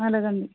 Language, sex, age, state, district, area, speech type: Telugu, female, 45-60, Andhra Pradesh, East Godavari, rural, conversation